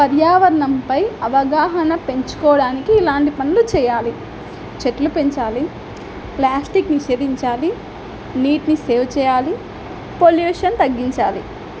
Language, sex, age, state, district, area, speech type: Telugu, female, 18-30, Andhra Pradesh, Nandyal, urban, spontaneous